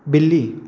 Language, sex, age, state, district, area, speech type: Punjabi, male, 18-30, Punjab, Kapurthala, urban, read